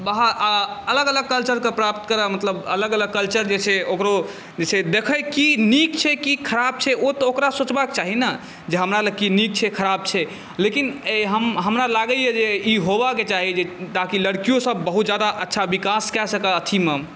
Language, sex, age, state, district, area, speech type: Maithili, male, 18-30, Bihar, Saharsa, urban, spontaneous